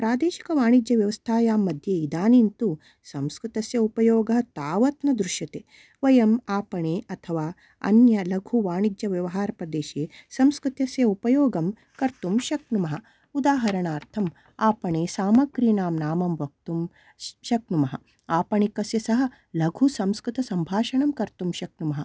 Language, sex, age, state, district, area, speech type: Sanskrit, female, 45-60, Karnataka, Mysore, urban, spontaneous